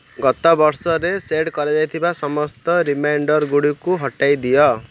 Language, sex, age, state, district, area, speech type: Odia, male, 30-45, Odisha, Ganjam, urban, read